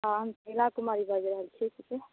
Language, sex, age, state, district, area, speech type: Maithili, female, 18-30, Bihar, Madhubani, rural, conversation